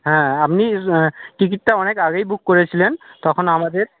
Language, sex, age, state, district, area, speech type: Bengali, male, 60+, West Bengal, Jhargram, rural, conversation